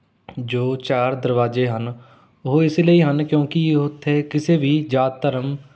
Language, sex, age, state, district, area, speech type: Punjabi, male, 18-30, Punjab, Rupnagar, rural, spontaneous